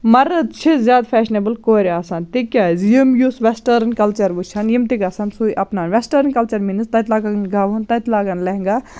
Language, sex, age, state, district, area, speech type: Kashmiri, female, 30-45, Jammu and Kashmir, Baramulla, rural, spontaneous